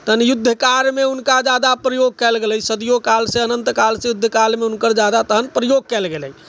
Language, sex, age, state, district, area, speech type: Maithili, male, 60+, Bihar, Sitamarhi, rural, spontaneous